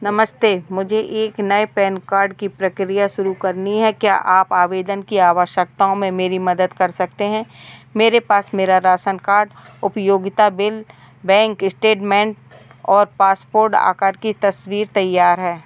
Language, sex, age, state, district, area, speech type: Hindi, female, 45-60, Madhya Pradesh, Narsinghpur, rural, read